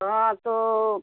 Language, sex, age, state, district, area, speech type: Hindi, female, 60+, Uttar Pradesh, Jaunpur, rural, conversation